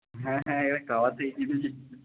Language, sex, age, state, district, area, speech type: Bengali, male, 18-30, West Bengal, Purba Bardhaman, urban, conversation